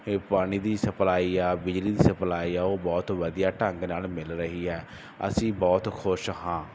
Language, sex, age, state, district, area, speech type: Punjabi, male, 30-45, Punjab, Barnala, rural, spontaneous